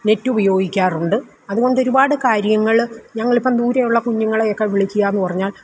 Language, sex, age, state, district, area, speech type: Malayalam, female, 60+, Kerala, Alappuzha, rural, spontaneous